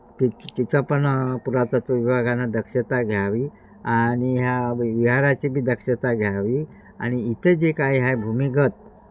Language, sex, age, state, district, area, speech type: Marathi, male, 60+, Maharashtra, Wardha, rural, spontaneous